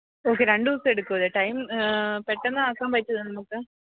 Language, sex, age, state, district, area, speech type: Malayalam, female, 18-30, Kerala, Pathanamthitta, rural, conversation